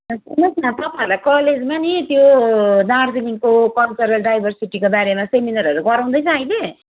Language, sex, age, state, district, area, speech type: Nepali, female, 30-45, West Bengal, Kalimpong, rural, conversation